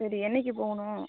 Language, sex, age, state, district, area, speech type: Tamil, female, 30-45, Tamil Nadu, Mayiladuthurai, rural, conversation